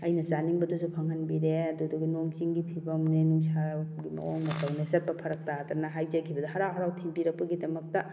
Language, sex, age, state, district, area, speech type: Manipuri, female, 45-60, Manipur, Kakching, rural, spontaneous